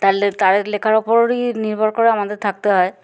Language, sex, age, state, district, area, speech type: Bengali, female, 45-60, West Bengal, Hooghly, urban, spontaneous